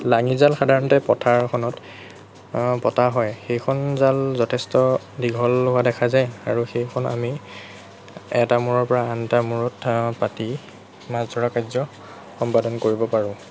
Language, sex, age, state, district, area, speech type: Assamese, male, 18-30, Assam, Lakhimpur, rural, spontaneous